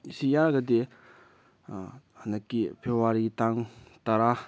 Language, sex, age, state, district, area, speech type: Manipuri, male, 30-45, Manipur, Kakching, rural, spontaneous